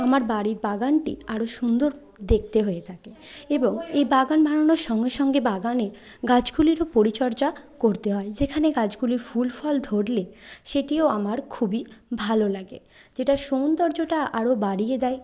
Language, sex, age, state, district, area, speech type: Bengali, female, 30-45, West Bengal, Bankura, urban, spontaneous